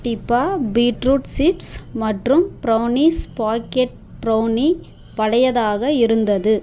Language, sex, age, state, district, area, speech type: Tamil, female, 30-45, Tamil Nadu, Dharmapuri, rural, read